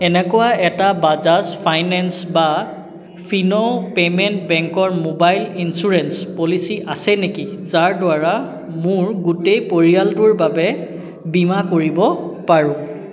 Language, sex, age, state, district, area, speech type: Assamese, male, 18-30, Assam, Charaideo, urban, read